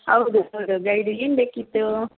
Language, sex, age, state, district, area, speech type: Kannada, female, 60+, Karnataka, Bangalore Rural, rural, conversation